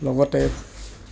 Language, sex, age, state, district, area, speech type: Assamese, male, 30-45, Assam, Goalpara, urban, spontaneous